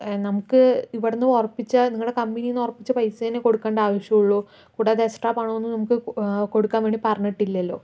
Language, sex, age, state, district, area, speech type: Malayalam, female, 45-60, Kerala, Palakkad, rural, spontaneous